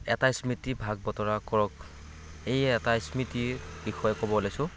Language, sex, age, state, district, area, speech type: Assamese, male, 18-30, Assam, Kamrup Metropolitan, rural, spontaneous